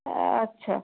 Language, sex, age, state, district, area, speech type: Bengali, female, 30-45, West Bengal, Howrah, urban, conversation